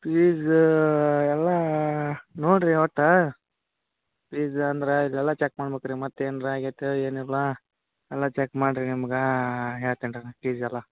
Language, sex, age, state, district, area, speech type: Kannada, male, 30-45, Karnataka, Gadag, rural, conversation